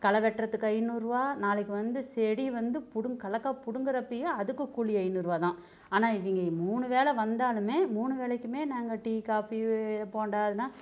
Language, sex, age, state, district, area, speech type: Tamil, female, 45-60, Tamil Nadu, Namakkal, rural, spontaneous